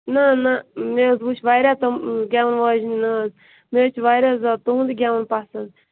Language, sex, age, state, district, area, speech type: Kashmiri, female, 18-30, Jammu and Kashmir, Bandipora, rural, conversation